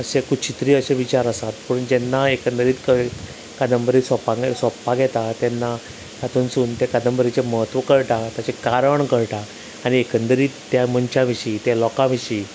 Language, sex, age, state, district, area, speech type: Goan Konkani, male, 30-45, Goa, Salcete, rural, spontaneous